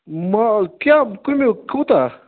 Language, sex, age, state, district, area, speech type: Kashmiri, male, 30-45, Jammu and Kashmir, Ganderbal, rural, conversation